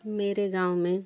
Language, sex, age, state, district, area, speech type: Hindi, female, 30-45, Uttar Pradesh, Jaunpur, rural, spontaneous